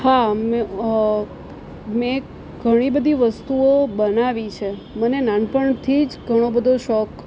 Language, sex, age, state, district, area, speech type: Gujarati, female, 30-45, Gujarat, Surat, urban, spontaneous